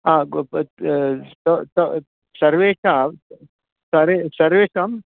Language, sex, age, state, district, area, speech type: Sanskrit, male, 60+, Karnataka, Bangalore Urban, urban, conversation